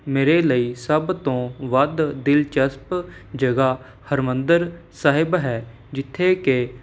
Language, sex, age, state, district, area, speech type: Punjabi, male, 18-30, Punjab, Mohali, urban, spontaneous